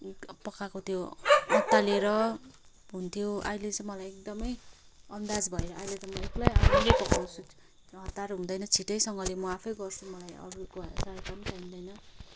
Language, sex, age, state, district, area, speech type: Nepali, female, 30-45, West Bengal, Kalimpong, rural, spontaneous